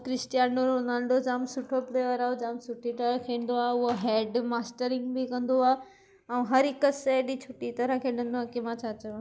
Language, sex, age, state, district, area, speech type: Sindhi, female, 18-30, Gujarat, Surat, urban, spontaneous